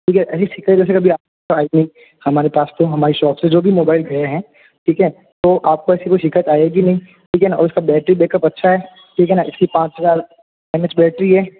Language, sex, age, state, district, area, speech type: Hindi, male, 45-60, Rajasthan, Jodhpur, urban, conversation